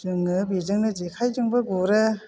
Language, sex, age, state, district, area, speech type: Bodo, female, 60+, Assam, Chirang, rural, spontaneous